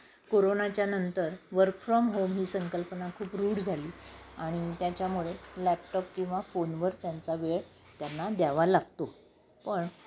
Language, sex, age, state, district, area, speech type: Marathi, female, 60+, Maharashtra, Nashik, urban, spontaneous